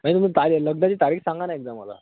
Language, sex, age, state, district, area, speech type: Marathi, male, 18-30, Maharashtra, Thane, urban, conversation